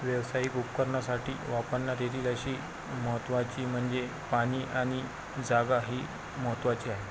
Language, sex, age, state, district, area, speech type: Marathi, male, 18-30, Maharashtra, Washim, rural, spontaneous